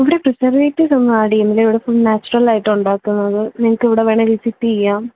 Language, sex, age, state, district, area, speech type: Malayalam, female, 18-30, Kerala, Alappuzha, rural, conversation